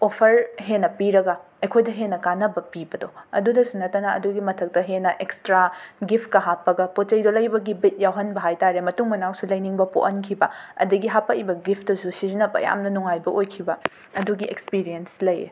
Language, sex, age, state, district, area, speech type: Manipuri, female, 30-45, Manipur, Imphal West, urban, spontaneous